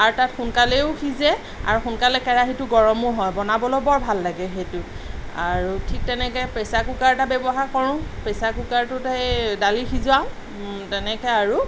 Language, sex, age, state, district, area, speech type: Assamese, female, 45-60, Assam, Sonitpur, urban, spontaneous